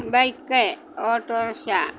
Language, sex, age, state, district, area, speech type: Malayalam, female, 45-60, Kerala, Malappuram, rural, spontaneous